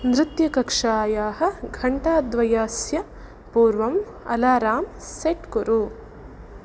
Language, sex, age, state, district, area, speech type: Sanskrit, female, 18-30, Karnataka, Udupi, rural, read